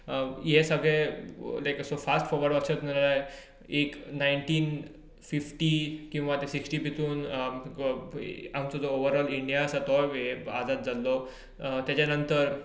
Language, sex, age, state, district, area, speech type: Goan Konkani, male, 18-30, Goa, Tiswadi, rural, spontaneous